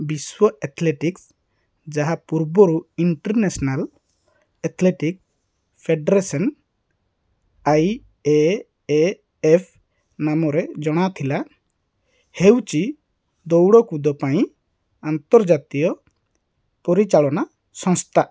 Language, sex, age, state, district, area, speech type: Odia, male, 30-45, Odisha, Rayagada, rural, read